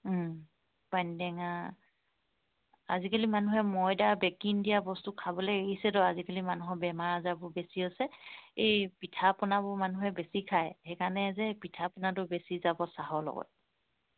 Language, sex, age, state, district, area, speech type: Assamese, female, 45-60, Assam, Dibrugarh, rural, conversation